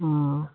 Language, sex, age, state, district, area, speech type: Maithili, female, 45-60, Bihar, Araria, rural, conversation